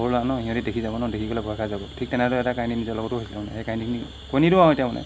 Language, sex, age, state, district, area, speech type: Assamese, male, 45-60, Assam, Golaghat, rural, spontaneous